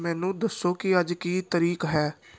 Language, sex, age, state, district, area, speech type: Punjabi, male, 18-30, Punjab, Gurdaspur, urban, read